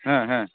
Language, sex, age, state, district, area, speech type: Santali, male, 18-30, West Bengal, Jhargram, rural, conversation